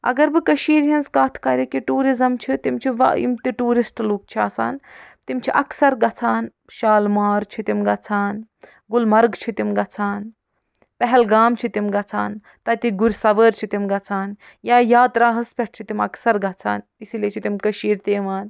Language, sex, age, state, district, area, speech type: Kashmiri, female, 60+, Jammu and Kashmir, Ganderbal, rural, spontaneous